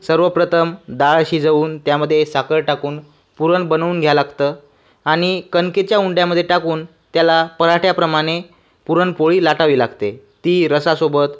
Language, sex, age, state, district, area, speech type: Marathi, male, 18-30, Maharashtra, Washim, rural, spontaneous